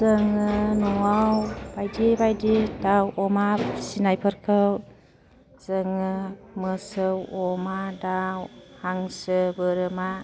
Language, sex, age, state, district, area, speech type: Bodo, female, 45-60, Assam, Chirang, rural, spontaneous